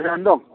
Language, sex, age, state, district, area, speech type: Bodo, male, 45-60, Assam, Udalguri, rural, conversation